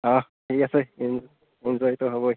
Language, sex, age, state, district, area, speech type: Assamese, male, 18-30, Assam, Barpeta, rural, conversation